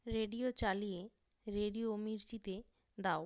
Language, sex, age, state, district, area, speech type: Bengali, female, 18-30, West Bengal, North 24 Parganas, rural, read